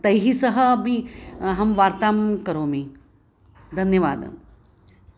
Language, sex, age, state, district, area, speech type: Sanskrit, female, 60+, Maharashtra, Nanded, urban, spontaneous